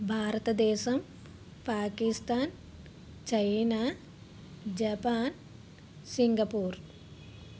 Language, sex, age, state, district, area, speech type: Telugu, female, 30-45, Andhra Pradesh, Vizianagaram, urban, spontaneous